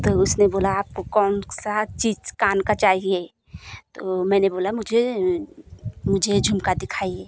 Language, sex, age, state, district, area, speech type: Hindi, female, 45-60, Uttar Pradesh, Jaunpur, rural, spontaneous